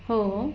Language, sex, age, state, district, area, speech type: Marathi, female, 30-45, Maharashtra, Satara, rural, spontaneous